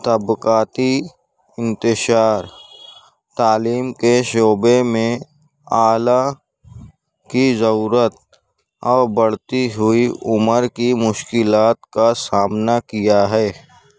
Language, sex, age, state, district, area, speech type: Urdu, male, 18-30, Maharashtra, Nashik, urban, spontaneous